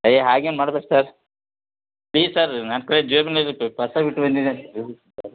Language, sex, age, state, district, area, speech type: Kannada, male, 30-45, Karnataka, Belgaum, rural, conversation